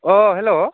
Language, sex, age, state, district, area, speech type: Bodo, male, 18-30, Assam, Udalguri, rural, conversation